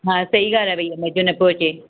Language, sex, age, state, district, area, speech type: Sindhi, female, 45-60, Maharashtra, Mumbai Suburban, urban, conversation